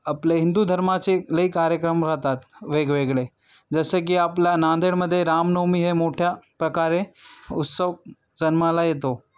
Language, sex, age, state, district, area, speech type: Marathi, male, 18-30, Maharashtra, Nanded, urban, spontaneous